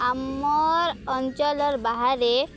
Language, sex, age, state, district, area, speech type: Odia, female, 18-30, Odisha, Nuapada, rural, spontaneous